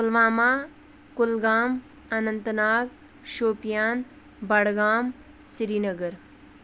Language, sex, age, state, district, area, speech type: Kashmiri, female, 45-60, Jammu and Kashmir, Anantnag, rural, spontaneous